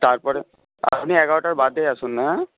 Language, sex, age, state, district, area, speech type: Bengali, male, 30-45, West Bengal, Nadia, rural, conversation